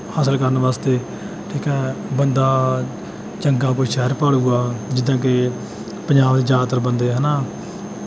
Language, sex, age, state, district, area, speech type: Punjabi, male, 18-30, Punjab, Bathinda, urban, spontaneous